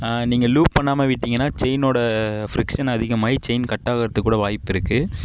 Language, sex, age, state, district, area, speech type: Tamil, male, 60+, Tamil Nadu, Tiruvarur, urban, spontaneous